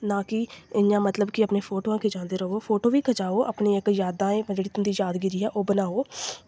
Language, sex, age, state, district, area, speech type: Dogri, female, 18-30, Jammu and Kashmir, Samba, rural, spontaneous